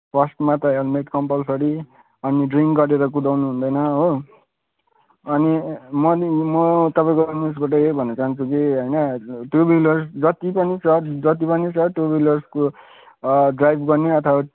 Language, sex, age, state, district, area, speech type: Nepali, male, 18-30, West Bengal, Kalimpong, rural, conversation